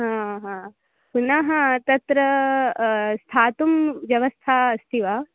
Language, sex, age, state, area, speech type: Sanskrit, female, 18-30, Goa, urban, conversation